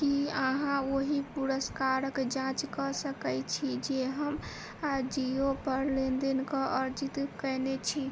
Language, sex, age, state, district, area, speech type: Maithili, female, 18-30, Bihar, Sitamarhi, urban, read